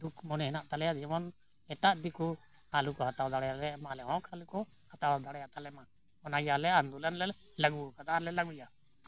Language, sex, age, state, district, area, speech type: Santali, male, 60+, Jharkhand, Bokaro, rural, spontaneous